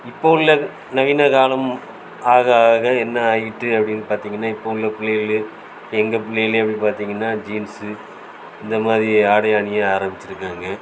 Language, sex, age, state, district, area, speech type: Tamil, male, 45-60, Tamil Nadu, Thoothukudi, rural, spontaneous